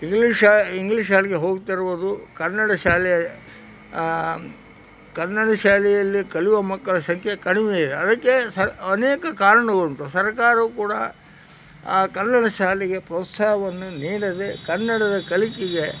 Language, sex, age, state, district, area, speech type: Kannada, male, 60+, Karnataka, Koppal, rural, spontaneous